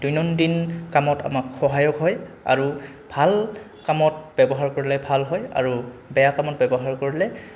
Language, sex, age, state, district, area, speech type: Assamese, male, 18-30, Assam, Goalpara, rural, spontaneous